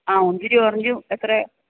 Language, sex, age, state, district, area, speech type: Malayalam, female, 45-60, Kerala, Idukki, rural, conversation